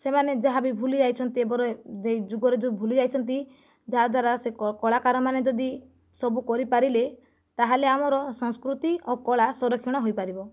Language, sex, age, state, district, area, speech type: Odia, female, 45-60, Odisha, Kandhamal, rural, spontaneous